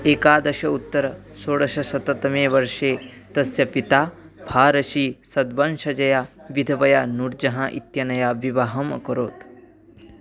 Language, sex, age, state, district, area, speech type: Sanskrit, male, 18-30, Odisha, Bargarh, rural, read